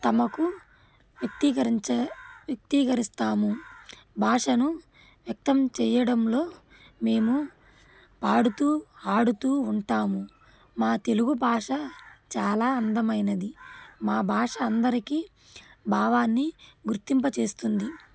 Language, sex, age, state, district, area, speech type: Telugu, female, 30-45, Andhra Pradesh, Krishna, rural, spontaneous